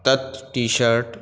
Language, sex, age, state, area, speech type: Sanskrit, male, 18-30, Rajasthan, urban, spontaneous